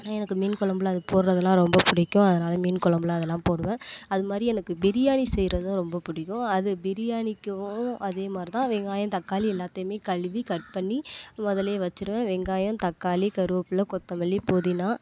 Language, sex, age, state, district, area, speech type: Tamil, female, 18-30, Tamil Nadu, Nagapattinam, rural, spontaneous